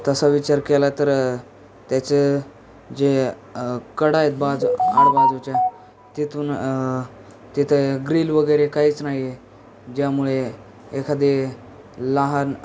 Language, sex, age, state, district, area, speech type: Marathi, male, 18-30, Maharashtra, Osmanabad, rural, spontaneous